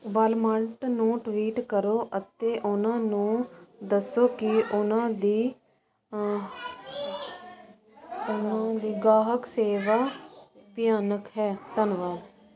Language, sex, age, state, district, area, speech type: Punjabi, female, 30-45, Punjab, Ludhiana, rural, read